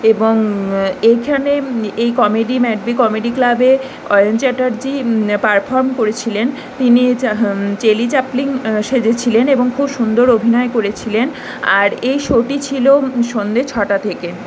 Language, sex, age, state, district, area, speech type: Bengali, female, 18-30, West Bengal, Kolkata, urban, spontaneous